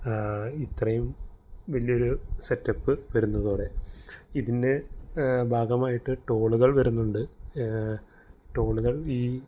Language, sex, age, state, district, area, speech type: Malayalam, male, 18-30, Kerala, Thrissur, urban, spontaneous